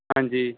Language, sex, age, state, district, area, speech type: Punjabi, male, 30-45, Punjab, Bathinda, rural, conversation